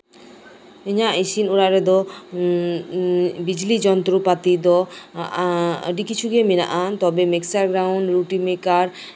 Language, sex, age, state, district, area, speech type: Santali, female, 30-45, West Bengal, Birbhum, rural, spontaneous